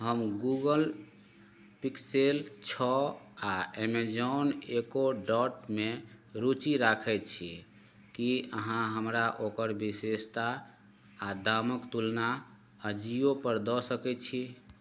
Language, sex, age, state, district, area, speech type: Maithili, male, 30-45, Bihar, Madhubani, rural, read